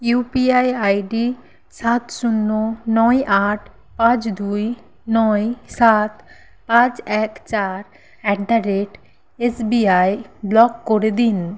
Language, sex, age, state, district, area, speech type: Bengali, female, 30-45, West Bengal, Nadia, rural, read